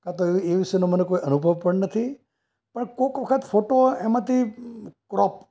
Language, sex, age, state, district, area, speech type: Gujarati, male, 60+, Gujarat, Ahmedabad, urban, spontaneous